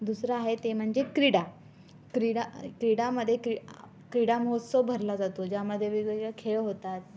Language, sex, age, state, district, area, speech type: Marathi, female, 18-30, Maharashtra, Raigad, rural, spontaneous